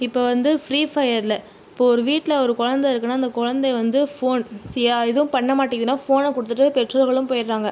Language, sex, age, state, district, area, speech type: Tamil, female, 18-30, Tamil Nadu, Tiruchirappalli, rural, spontaneous